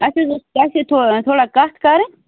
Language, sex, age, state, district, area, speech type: Kashmiri, female, 30-45, Jammu and Kashmir, Bandipora, rural, conversation